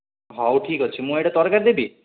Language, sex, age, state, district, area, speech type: Odia, male, 18-30, Odisha, Nabarangpur, urban, conversation